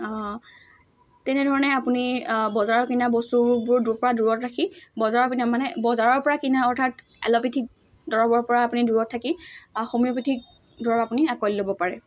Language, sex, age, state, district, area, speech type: Assamese, female, 18-30, Assam, Dhemaji, urban, spontaneous